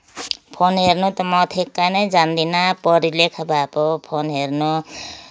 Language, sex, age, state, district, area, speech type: Nepali, female, 60+, West Bengal, Kalimpong, rural, spontaneous